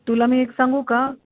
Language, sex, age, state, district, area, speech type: Marathi, female, 60+, Maharashtra, Ahmednagar, urban, conversation